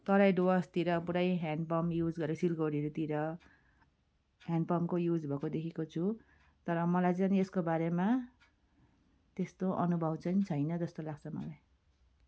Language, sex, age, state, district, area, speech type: Nepali, female, 30-45, West Bengal, Darjeeling, rural, spontaneous